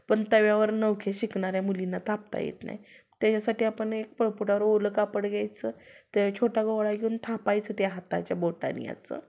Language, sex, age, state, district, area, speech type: Marathi, female, 30-45, Maharashtra, Sangli, rural, spontaneous